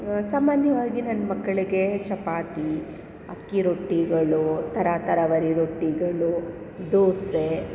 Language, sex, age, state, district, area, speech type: Kannada, female, 30-45, Karnataka, Chamarajanagar, rural, spontaneous